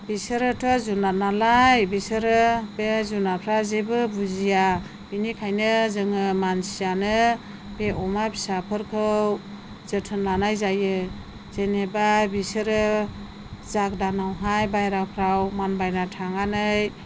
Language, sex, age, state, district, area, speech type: Bodo, female, 45-60, Assam, Chirang, rural, spontaneous